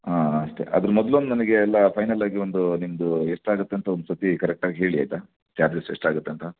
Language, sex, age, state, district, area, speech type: Kannada, male, 30-45, Karnataka, Shimoga, rural, conversation